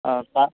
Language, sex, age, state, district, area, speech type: Odia, male, 18-30, Odisha, Ganjam, urban, conversation